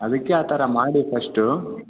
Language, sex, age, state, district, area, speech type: Kannada, male, 18-30, Karnataka, Chikkaballapur, rural, conversation